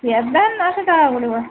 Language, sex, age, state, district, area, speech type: Bengali, female, 30-45, West Bengal, Birbhum, urban, conversation